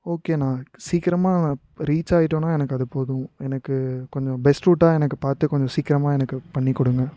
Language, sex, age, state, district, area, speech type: Tamil, male, 18-30, Tamil Nadu, Tiruvannamalai, urban, spontaneous